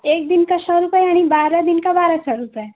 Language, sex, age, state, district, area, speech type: Hindi, female, 18-30, Uttar Pradesh, Jaunpur, urban, conversation